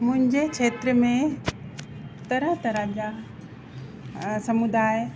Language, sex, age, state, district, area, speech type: Sindhi, female, 45-60, Uttar Pradesh, Lucknow, urban, spontaneous